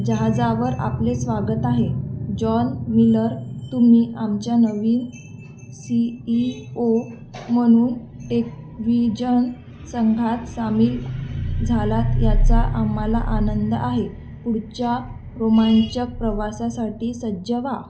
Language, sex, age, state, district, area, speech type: Marathi, female, 18-30, Maharashtra, Thane, urban, read